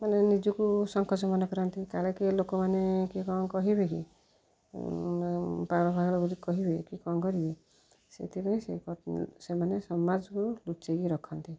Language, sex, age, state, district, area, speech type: Odia, female, 45-60, Odisha, Rayagada, rural, spontaneous